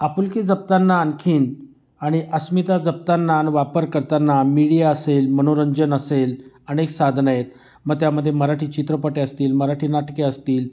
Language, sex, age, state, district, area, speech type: Marathi, male, 45-60, Maharashtra, Nashik, rural, spontaneous